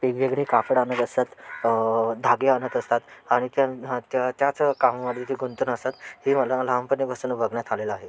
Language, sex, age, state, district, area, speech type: Marathi, male, 18-30, Maharashtra, Thane, urban, spontaneous